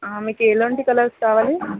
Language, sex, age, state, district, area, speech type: Telugu, female, 18-30, Telangana, Mahabubabad, rural, conversation